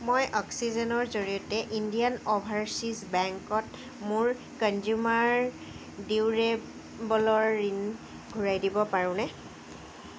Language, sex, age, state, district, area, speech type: Assamese, female, 30-45, Assam, Jorhat, urban, read